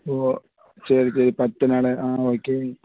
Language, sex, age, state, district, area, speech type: Tamil, male, 30-45, Tamil Nadu, Thoothukudi, rural, conversation